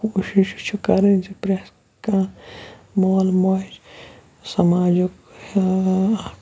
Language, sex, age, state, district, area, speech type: Kashmiri, male, 18-30, Jammu and Kashmir, Shopian, rural, spontaneous